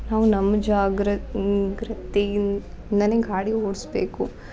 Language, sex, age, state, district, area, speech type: Kannada, female, 18-30, Karnataka, Uttara Kannada, rural, spontaneous